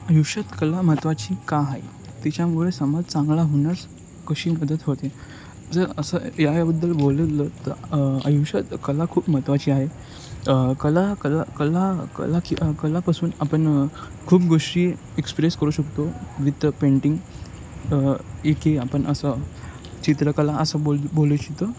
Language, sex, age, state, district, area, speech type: Marathi, male, 18-30, Maharashtra, Thane, urban, spontaneous